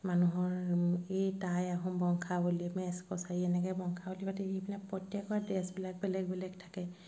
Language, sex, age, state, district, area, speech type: Assamese, female, 30-45, Assam, Sivasagar, rural, spontaneous